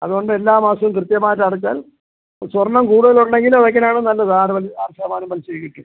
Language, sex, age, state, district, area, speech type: Malayalam, male, 60+, Kerala, Thiruvananthapuram, urban, conversation